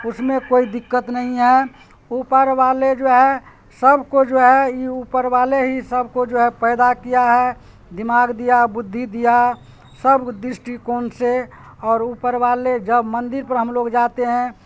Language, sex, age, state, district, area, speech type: Urdu, male, 45-60, Bihar, Supaul, rural, spontaneous